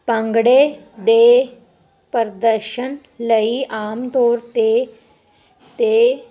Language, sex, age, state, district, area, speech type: Punjabi, female, 18-30, Punjab, Fazilka, rural, spontaneous